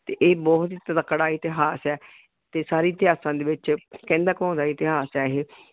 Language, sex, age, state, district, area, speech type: Punjabi, female, 45-60, Punjab, Muktsar, urban, conversation